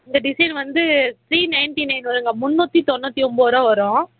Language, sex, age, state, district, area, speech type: Tamil, female, 18-30, Tamil Nadu, Vellore, urban, conversation